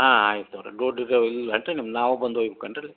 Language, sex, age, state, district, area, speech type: Kannada, male, 60+, Karnataka, Gadag, rural, conversation